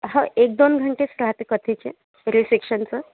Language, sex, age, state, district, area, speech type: Marathi, female, 30-45, Maharashtra, Amravati, urban, conversation